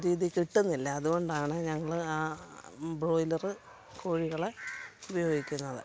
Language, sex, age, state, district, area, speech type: Malayalam, female, 45-60, Kerala, Kottayam, rural, spontaneous